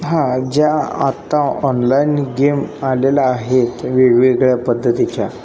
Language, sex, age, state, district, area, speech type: Marathi, male, 18-30, Maharashtra, Satara, rural, spontaneous